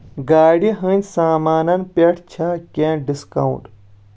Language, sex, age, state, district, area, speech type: Kashmiri, male, 18-30, Jammu and Kashmir, Kulgam, urban, read